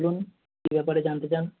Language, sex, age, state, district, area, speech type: Bengali, male, 45-60, West Bengal, Dakshin Dinajpur, rural, conversation